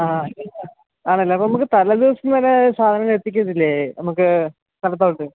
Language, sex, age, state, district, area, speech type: Malayalam, male, 30-45, Kerala, Alappuzha, rural, conversation